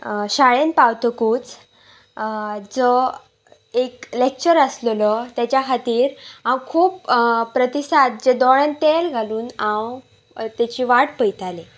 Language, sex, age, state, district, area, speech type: Goan Konkani, female, 18-30, Goa, Pernem, rural, spontaneous